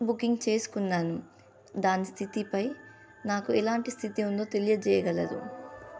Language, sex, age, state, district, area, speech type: Telugu, female, 18-30, Telangana, Nizamabad, urban, spontaneous